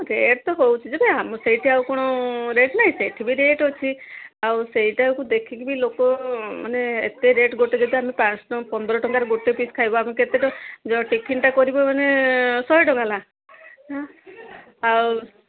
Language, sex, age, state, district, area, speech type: Odia, female, 60+, Odisha, Gajapati, rural, conversation